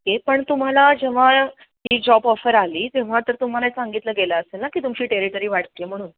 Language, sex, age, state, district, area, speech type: Marathi, female, 18-30, Maharashtra, Sangli, urban, conversation